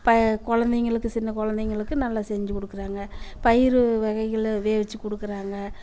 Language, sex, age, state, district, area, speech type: Tamil, female, 45-60, Tamil Nadu, Namakkal, rural, spontaneous